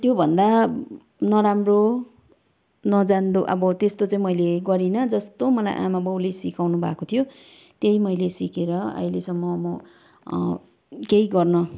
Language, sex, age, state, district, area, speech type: Nepali, female, 30-45, West Bengal, Kalimpong, rural, spontaneous